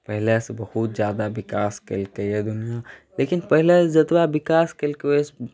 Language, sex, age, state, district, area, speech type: Maithili, other, 18-30, Bihar, Saharsa, rural, spontaneous